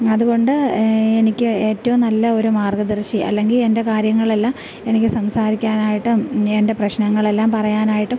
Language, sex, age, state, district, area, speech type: Malayalam, female, 30-45, Kerala, Thiruvananthapuram, rural, spontaneous